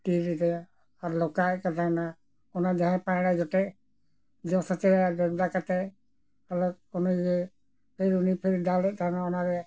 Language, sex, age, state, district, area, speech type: Santali, male, 60+, Jharkhand, Bokaro, rural, spontaneous